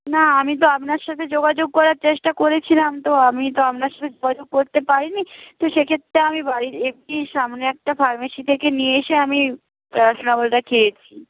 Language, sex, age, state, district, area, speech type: Bengali, female, 30-45, West Bengal, Nadia, rural, conversation